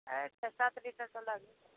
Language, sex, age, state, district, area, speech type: Hindi, female, 60+, Uttar Pradesh, Mau, rural, conversation